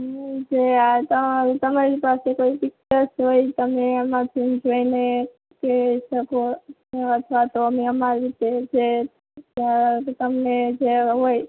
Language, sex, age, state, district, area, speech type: Gujarati, female, 30-45, Gujarat, Morbi, urban, conversation